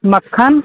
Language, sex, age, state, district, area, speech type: Hindi, male, 18-30, Uttar Pradesh, Azamgarh, rural, conversation